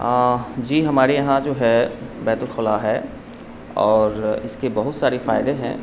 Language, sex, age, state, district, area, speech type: Urdu, male, 45-60, Bihar, Supaul, rural, spontaneous